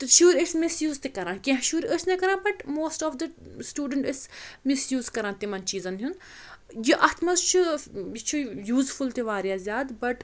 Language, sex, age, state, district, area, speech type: Kashmiri, female, 30-45, Jammu and Kashmir, Srinagar, urban, spontaneous